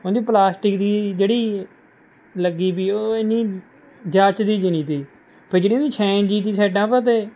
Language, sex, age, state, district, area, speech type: Punjabi, male, 18-30, Punjab, Mohali, rural, spontaneous